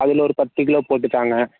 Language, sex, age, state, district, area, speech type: Tamil, male, 18-30, Tamil Nadu, Tiruvarur, urban, conversation